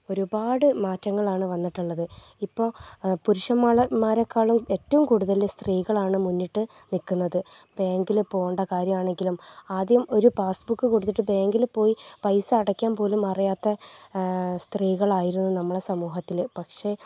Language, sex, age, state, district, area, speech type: Malayalam, female, 30-45, Kerala, Wayanad, rural, spontaneous